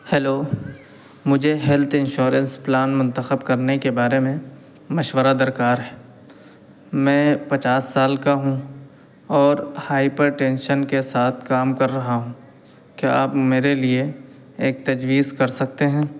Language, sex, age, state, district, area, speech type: Urdu, male, 18-30, Uttar Pradesh, Saharanpur, urban, read